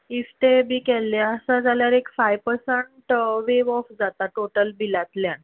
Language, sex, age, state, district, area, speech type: Goan Konkani, female, 30-45, Goa, Tiswadi, rural, conversation